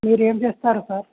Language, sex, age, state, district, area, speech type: Telugu, male, 18-30, Telangana, Jangaon, rural, conversation